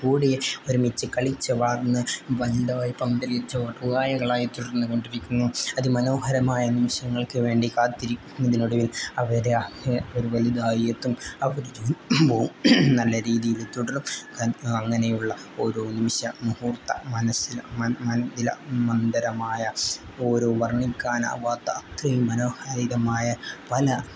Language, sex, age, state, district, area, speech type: Malayalam, male, 18-30, Kerala, Kozhikode, rural, spontaneous